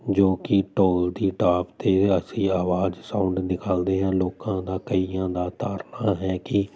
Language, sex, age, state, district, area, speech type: Punjabi, male, 45-60, Punjab, Jalandhar, urban, spontaneous